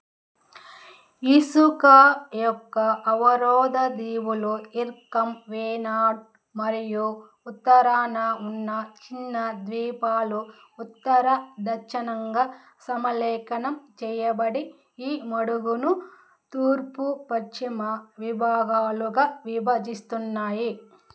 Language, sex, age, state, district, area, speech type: Telugu, female, 30-45, Andhra Pradesh, Chittoor, rural, read